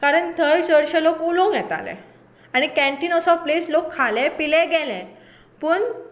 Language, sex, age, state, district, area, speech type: Goan Konkani, female, 18-30, Goa, Tiswadi, rural, spontaneous